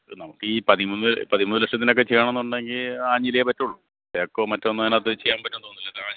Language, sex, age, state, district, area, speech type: Malayalam, male, 30-45, Kerala, Thiruvananthapuram, urban, conversation